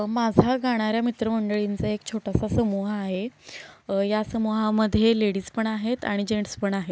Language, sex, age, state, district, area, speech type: Marathi, female, 18-30, Maharashtra, Satara, urban, spontaneous